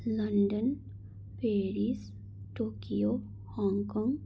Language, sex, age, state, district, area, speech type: Nepali, female, 45-60, West Bengal, Darjeeling, rural, spontaneous